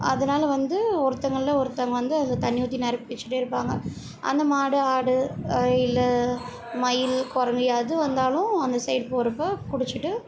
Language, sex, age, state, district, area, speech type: Tamil, female, 30-45, Tamil Nadu, Chennai, urban, spontaneous